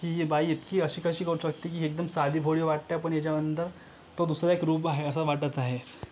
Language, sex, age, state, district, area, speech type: Marathi, male, 18-30, Maharashtra, Yavatmal, rural, spontaneous